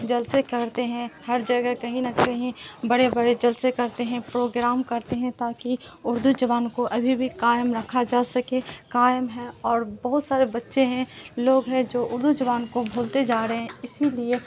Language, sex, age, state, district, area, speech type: Urdu, female, 18-30, Bihar, Supaul, rural, spontaneous